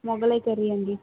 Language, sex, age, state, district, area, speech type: Telugu, female, 45-60, Andhra Pradesh, Vizianagaram, rural, conversation